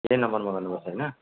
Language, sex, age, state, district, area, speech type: Nepali, male, 18-30, West Bengal, Alipurduar, rural, conversation